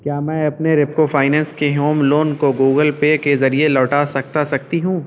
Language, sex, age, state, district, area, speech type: Urdu, male, 18-30, Uttar Pradesh, Shahjahanpur, urban, read